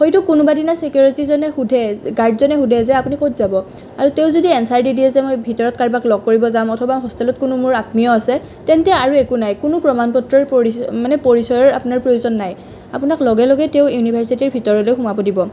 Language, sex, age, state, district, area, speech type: Assamese, female, 18-30, Assam, Nalbari, rural, spontaneous